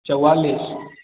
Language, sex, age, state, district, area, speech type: Maithili, male, 18-30, Bihar, Begusarai, rural, conversation